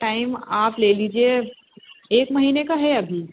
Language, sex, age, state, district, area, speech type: Urdu, female, 30-45, Uttar Pradesh, Rampur, urban, conversation